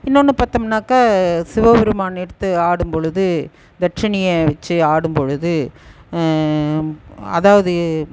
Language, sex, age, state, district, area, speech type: Tamil, female, 60+, Tamil Nadu, Erode, urban, spontaneous